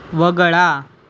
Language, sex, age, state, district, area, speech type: Marathi, male, 18-30, Maharashtra, Pune, urban, read